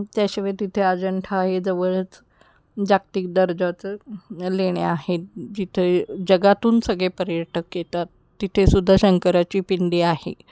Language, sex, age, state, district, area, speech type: Marathi, female, 45-60, Maharashtra, Kolhapur, urban, spontaneous